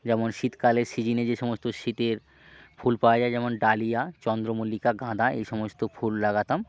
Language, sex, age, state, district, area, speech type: Bengali, male, 45-60, West Bengal, Hooghly, urban, spontaneous